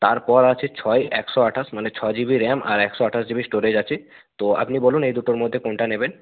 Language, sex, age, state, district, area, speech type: Bengali, male, 30-45, West Bengal, Nadia, urban, conversation